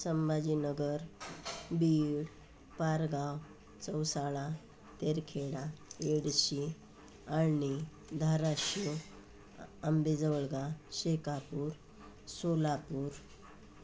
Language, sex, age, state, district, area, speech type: Marathi, female, 60+, Maharashtra, Osmanabad, rural, spontaneous